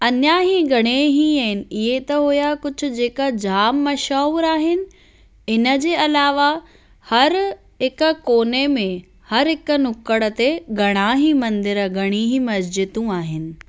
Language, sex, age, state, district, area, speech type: Sindhi, female, 18-30, Maharashtra, Thane, urban, spontaneous